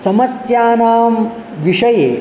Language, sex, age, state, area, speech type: Sanskrit, male, 18-30, Bihar, rural, spontaneous